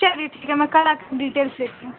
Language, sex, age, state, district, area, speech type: Urdu, female, 18-30, Delhi, North East Delhi, urban, conversation